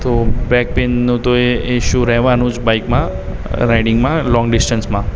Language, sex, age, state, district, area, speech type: Gujarati, male, 18-30, Gujarat, Aravalli, urban, spontaneous